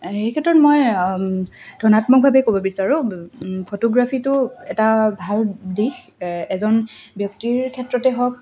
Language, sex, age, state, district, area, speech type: Assamese, female, 18-30, Assam, Lakhimpur, rural, spontaneous